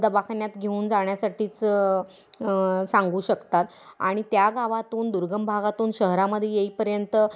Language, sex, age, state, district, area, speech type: Marathi, female, 45-60, Maharashtra, Kolhapur, urban, spontaneous